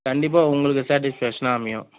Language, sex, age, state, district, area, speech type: Tamil, male, 30-45, Tamil Nadu, Kallakurichi, urban, conversation